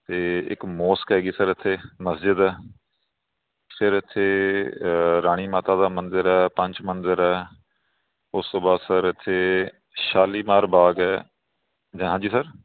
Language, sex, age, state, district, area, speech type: Punjabi, male, 30-45, Punjab, Kapurthala, urban, conversation